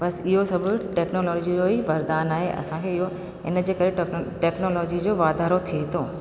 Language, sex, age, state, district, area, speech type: Sindhi, female, 45-60, Rajasthan, Ajmer, urban, spontaneous